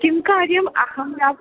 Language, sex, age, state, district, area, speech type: Sanskrit, female, 18-30, Kerala, Thrissur, urban, conversation